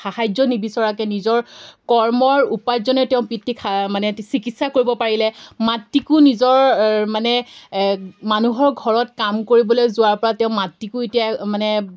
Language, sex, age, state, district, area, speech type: Assamese, female, 18-30, Assam, Golaghat, rural, spontaneous